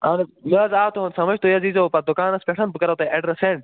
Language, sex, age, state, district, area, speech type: Kashmiri, male, 45-60, Jammu and Kashmir, Budgam, urban, conversation